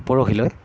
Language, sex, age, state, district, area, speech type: Assamese, male, 30-45, Assam, Jorhat, urban, spontaneous